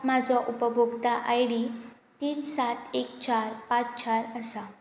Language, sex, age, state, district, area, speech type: Goan Konkani, female, 18-30, Goa, Pernem, rural, read